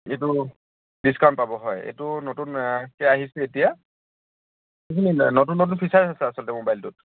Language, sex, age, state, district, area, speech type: Assamese, male, 30-45, Assam, Dibrugarh, rural, conversation